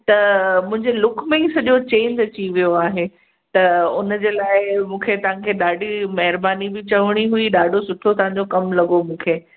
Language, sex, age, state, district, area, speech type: Sindhi, female, 45-60, Gujarat, Kutch, urban, conversation